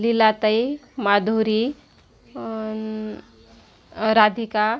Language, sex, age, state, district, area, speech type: Marathi, female, 30-45, Maharashtra, Washim, rural, spontaneous